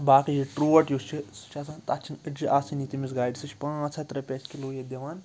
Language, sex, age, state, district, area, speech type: Kashmiri, male, 18-30, Jammu and Kashmir, Srinagar, urban, spontaneous